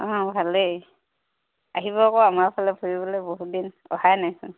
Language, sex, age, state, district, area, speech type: Assamese, female, 30-45, Assam, Tinsukia, urban, conversation